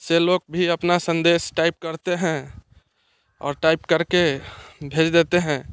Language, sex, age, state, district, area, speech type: Hindi, male, 18-30, Bihar, Muzaffarpur, urban, spontaneous